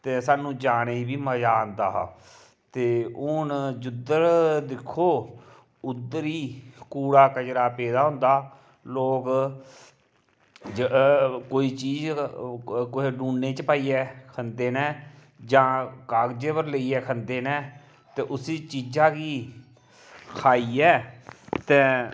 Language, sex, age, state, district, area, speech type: Dogri, male, 45-60, Jammu and Kashmir, Kathua, rural, spontaneous